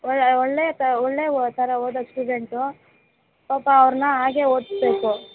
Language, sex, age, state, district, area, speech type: Kannada, female, 18-30, Karnataka, Kolar, rural, conversation